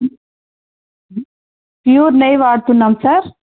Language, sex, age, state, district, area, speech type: Telugu, female, 30-45, Andhra Pradesh, Sri Satya Sai, urban, conversation